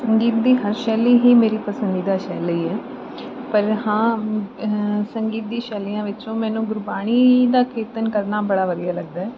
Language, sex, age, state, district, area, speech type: Punjabi, female, 18-30, Punjab, Mansa, urban, spontaneous